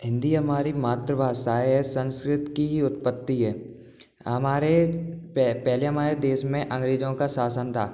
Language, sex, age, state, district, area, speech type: Hindi, male, 18-30, Madhya Pradesh, Gwalior, urban, spontaneous